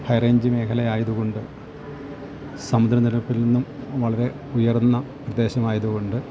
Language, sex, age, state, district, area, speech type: Malayalam, male, 60+, Kerala, Idukki, rural, spontaneous